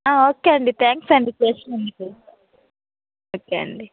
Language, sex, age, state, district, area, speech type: Telugu, female, 18-30, Andhra Pradesh, Nellore, rural, conversation